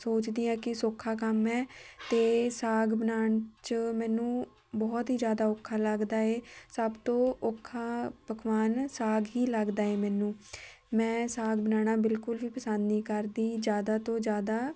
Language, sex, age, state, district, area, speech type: Punjabi, female, 18-30, Punjab, Shaheed Bhagat Singh Nagar, rural, spontaneous